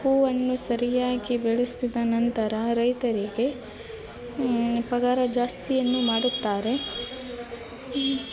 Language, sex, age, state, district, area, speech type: Kannada, female, 18-30, Karnataka, Gadag, urban, spontaneous